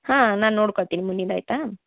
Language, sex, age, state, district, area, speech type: Kannada, female, 18-30, Karnataka, Dharwad, urban, conversation